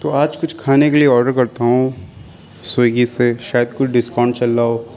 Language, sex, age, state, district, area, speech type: Urdu, male, 18-30, Uttar Pradesh, Shahjahanpur, urban, spontaneous